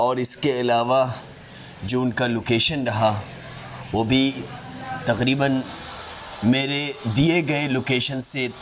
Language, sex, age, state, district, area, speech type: Urdu, male, 18-30, Delhi, Central Delhi, urban, spontaneous